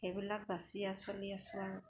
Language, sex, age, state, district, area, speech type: Assamese, female, 30-45, Assam, Sivasagar, rural, spontaneous